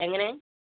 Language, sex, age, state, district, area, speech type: Malayalam, male, 18-30, Kerala, Malappuram, rural, conversation